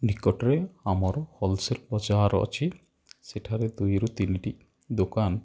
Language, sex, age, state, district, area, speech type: Odia, male, 30-45, Odisha, Rayagada, rural, spontaneous